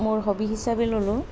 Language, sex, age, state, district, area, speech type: Assamese, female, 45-60, Assam, Nalbari, rural, spontaneous